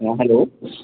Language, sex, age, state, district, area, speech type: Maithili, male, 18-30, Bihar, Sitamarhi, rural, conversation